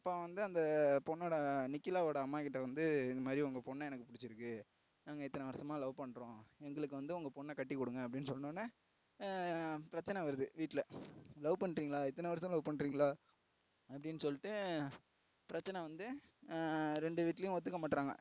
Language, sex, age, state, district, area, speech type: Tamil, male, 18-30, Tamil Nadu, Tiruvarur, urban, spontaneous